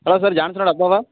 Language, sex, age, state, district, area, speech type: Tamil, male, 18-30, Tamil Nadu, Thoothukudi, rural, conversation